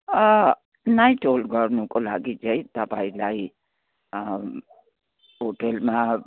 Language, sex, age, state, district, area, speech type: Nepali, female, 60+, West Bengal, Kalimpong, rural, conversation